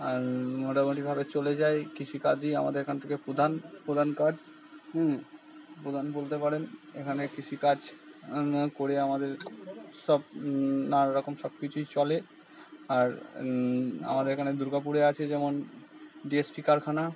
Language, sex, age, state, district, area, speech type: Bengali, male, 45-60, West Bengal, Purba Bardhaman, urban, spontaneous